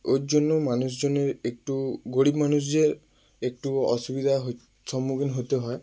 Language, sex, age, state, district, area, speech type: Bengali, male, 18-30, West Bengal, South 24 Parganas, rural, spontaneous